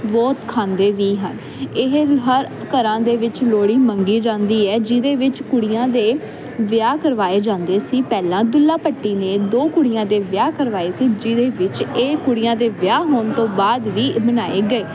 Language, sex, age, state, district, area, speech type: Punjabi, female, 18-30, Punjab, Jalandhar, urban, spontaneous